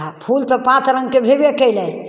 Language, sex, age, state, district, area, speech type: Maithili, female, 60+, Bihar, Begusarai, rural, spontaneous